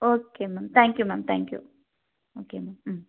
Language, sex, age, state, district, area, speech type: Tamil, female, 30-45, Tamil Nadu, Thoothukudi, rural, conversation